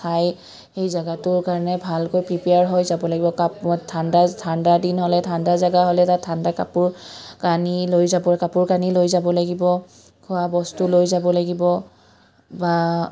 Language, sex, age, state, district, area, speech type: Assamese, female, 30-45, Assam, Kamrup Metropolitan, urban, spontaneous